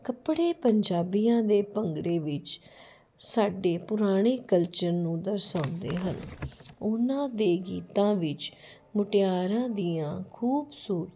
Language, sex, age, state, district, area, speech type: Punjabi, female, 45-60, Punjab, Jalandhar, urban, spontaneous